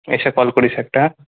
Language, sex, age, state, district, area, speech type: Bengali, male, 18-30, West Bengal, Kolkata, urban, conversation